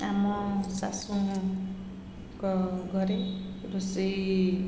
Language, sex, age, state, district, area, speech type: Odia, female, 45-60, Odisha, Ganjam, urban, spontaneous